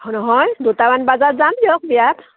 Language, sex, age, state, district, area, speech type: Assamese, female, 45-60, Assam, Udalguri, rural, conversation